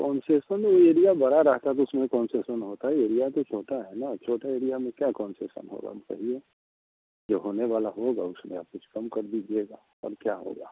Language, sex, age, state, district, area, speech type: Hindi, male, 45-60, Bihar, Muzaffarpur, rural, conversation